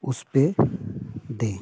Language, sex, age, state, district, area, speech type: Hindi, male, 45-60, Uttar Pradesh, Prayagraj, urban, spontaneous